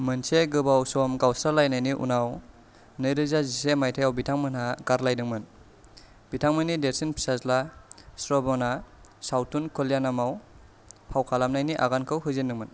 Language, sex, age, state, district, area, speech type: Bodo, male, 18-30, Assam, Kokrajhar, rural, read